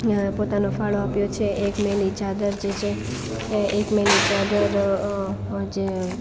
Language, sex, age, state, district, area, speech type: Gujarati, female, 18-30, Gujarat, Amreli, rural, spontaneous